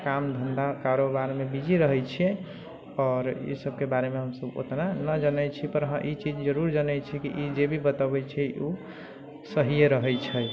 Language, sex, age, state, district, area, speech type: Maithili, male, 30-45, Bihar, Sitamarhi, rural, spontaneous